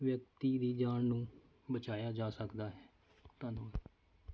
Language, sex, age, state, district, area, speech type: Punjabi, male, 30-45, Punjab, Faridkot, rural, spontaneous